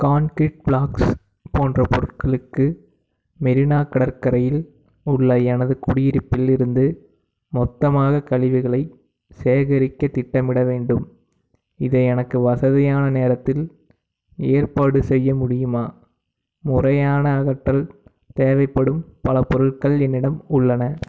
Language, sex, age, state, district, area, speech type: Tamil, male, 18-30, Tamil Nadu, Tiruppur, urban, read